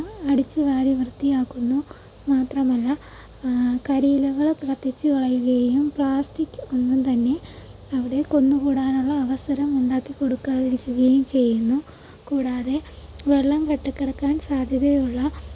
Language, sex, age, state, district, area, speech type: Malayalam, female, 18-30, Kerala, Idukki, rural, spontaneous